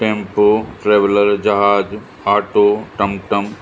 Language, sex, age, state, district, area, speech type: Sindhi, male, 45-60, Uttar Pradesh, Lucknow, rural, spontaneous